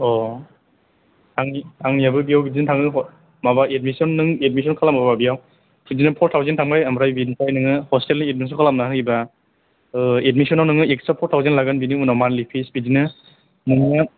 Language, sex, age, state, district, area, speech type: Bodo, male, 18-30, Assam, Chirang, rural, conversation